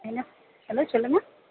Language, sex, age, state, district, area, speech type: Tamil, female, 30-45, Tamil Nadu, Pudukkottai, rural, conversation